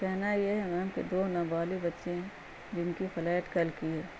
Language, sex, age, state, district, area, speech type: Urdu, female, 45-60, Bihar, Gaya, urban, spontaneous